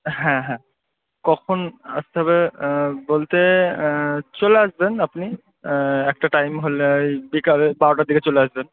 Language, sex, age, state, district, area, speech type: Bengali, male, 18-30, West Bengal, Murshidabad, urban, conversation